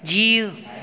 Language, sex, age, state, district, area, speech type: Sindhi, female, 45-60, Gujarat, Junagadh, urban, read